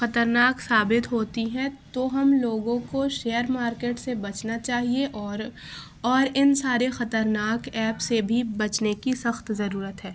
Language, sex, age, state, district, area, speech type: Urdu, female, 30-45, Uttar Pradesh, Lucknow, rural, spontaneous